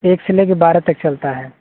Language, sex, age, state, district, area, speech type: Hindi, male, 18-30, Uttar Pradesh, Azamgarh, rural, conversation